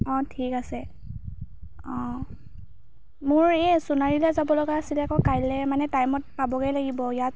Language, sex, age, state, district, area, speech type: Assamese, female, 30-45, Assam, Charaideo, urban, spontaneous